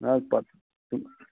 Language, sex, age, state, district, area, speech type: Kashmiri, male, 60+, Jammu and Kashmir, Shopian, rural, conversation